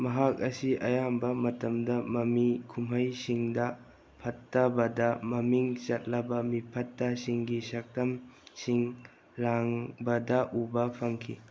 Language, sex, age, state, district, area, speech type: Manipuri, male, 18-30, Manipur, Bishnupur, rural, read